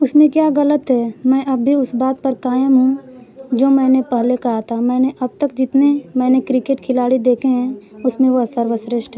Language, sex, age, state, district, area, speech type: Hindi, female, 18-30, Uttar Pradesh, Mau, rural, read